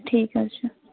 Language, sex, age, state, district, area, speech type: Kashmiri, female, 18-30, Jammu and Kashmir, Kupwara, rural, conversation